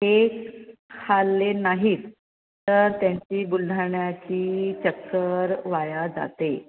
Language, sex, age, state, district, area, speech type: Marathi, female, 45-60, Maharashtra, Buldhana, urban, conversation